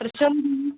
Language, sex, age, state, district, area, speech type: Malayalam, female, 18-30, Kerala, Kannur, rural, conversation